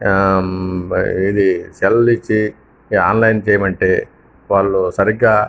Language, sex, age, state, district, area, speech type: Telugu, male, 60+, Andhra Pradesh, Visakhapatnam, urban, spontaneous